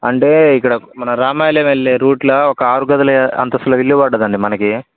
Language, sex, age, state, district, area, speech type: Telugu, male, 18-30, Telangana, Bhadradri Kothagudem, urban, conversation